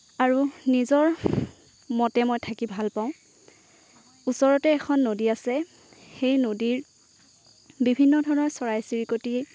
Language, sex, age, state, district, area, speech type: Assamese, female, 18-30, Assam, Lakhimpur, rural, spontaneous